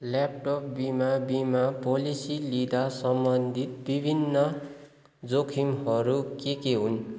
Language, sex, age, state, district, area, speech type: Nepali, male, 18-30, West Bengal, Kalimpong, rural, read